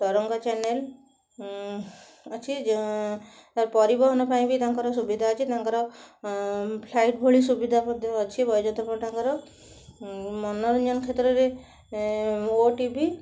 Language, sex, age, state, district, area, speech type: Odia, female, 30-45, Odisha, Cuttack, urban, spontaneous